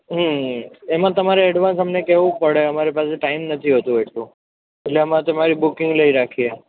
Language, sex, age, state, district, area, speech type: Gujarati, male, 18-30, Gujarat, Ahmedabad, urban, conversation